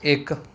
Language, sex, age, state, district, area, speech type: Punjabi, male, 18-30, Punjab, Rupnagar, rural, read